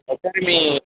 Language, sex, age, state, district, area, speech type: Telugu, male, 45-60, Andhra Pradesh, Kadapa, rural, conversation